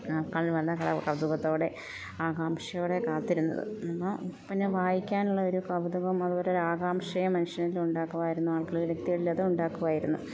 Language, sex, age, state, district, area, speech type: Malayalam, female, 30-45, Kerala, Idukki, rural, spontaneous